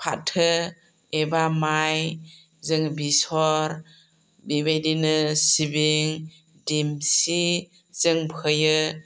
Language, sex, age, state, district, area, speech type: Bodo, female, 45-60, Assam, Chirang, rural, spontaneous